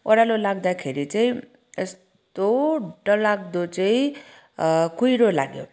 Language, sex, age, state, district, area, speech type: Nepali, female, 30-45, West Bengal, Kalimpong, rural, spontaneous